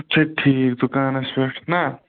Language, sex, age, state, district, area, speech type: Kashmiri, male, 30-45, Jammu and Kashmir, Anantnag, rural, conversation